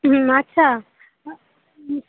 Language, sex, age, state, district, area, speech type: Assamese, female, 18-30, Assam, Kamrup Metropolitan, urban, conversation